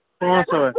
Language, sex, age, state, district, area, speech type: Kashmiri, male, 18-30, Jammu and Kashmir, Kulgam, rural, conversation